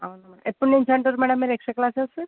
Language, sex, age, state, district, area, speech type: Telugu, female, 18-30, Telangana, Nalgonda, urban, conversation